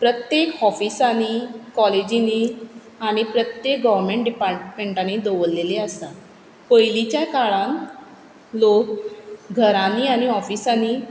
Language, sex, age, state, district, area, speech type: Goan Konkani, female, 30-45, Goa, Quepem, rural, spontaneous